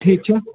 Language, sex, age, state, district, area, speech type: Kashmiri, male, 30-45, Jammu and Kashmir, Ganderbal, rural, conversation